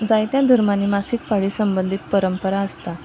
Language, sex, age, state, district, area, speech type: Goan Konkani, female, 30-45, Goa, Quepem, rural, spontaneous